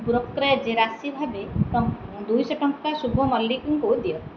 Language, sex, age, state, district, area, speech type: Odia, female, 30-45, Odisha, Kendrapara, urban, read